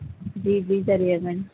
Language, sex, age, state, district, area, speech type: Urdu, female, 30-45, Delhi, North East Delhi, urban, conversation